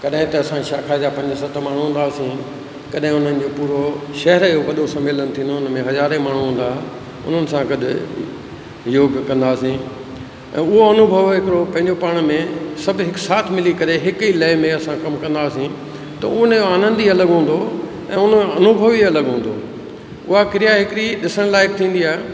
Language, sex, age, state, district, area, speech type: Sindhi, male, 60+, Rajasthan, Ajmer, urban, spontaneous